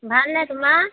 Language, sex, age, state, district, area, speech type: Assamese, female, 30-45, Assam, Tinsukia, urban, conversation